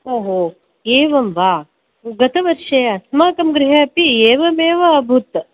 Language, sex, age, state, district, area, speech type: Sanskrit, female, 45-60, Karnataka, Bangalore Urban, urban, conversation